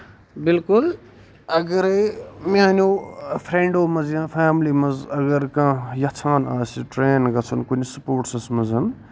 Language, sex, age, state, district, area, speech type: Kashmiri, male, 18-30, Jammu and Kashmir, Budgam, rural, spontaneous